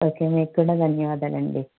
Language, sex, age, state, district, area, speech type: Telugu, female, 45-60, Andhra Pradesh, Konaseema, rural, conversation